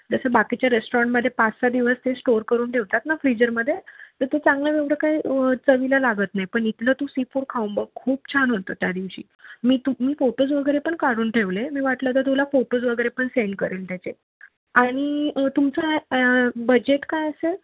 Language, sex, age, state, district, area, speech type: Marathi, female, 18-30, Maharashtra, Mumbai City, urban, conversation